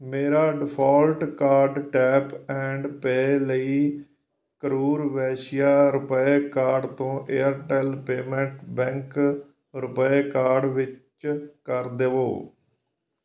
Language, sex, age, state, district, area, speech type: Punjabi, male, 45-60, Punjab, Fatehgarh Sahib, rural, read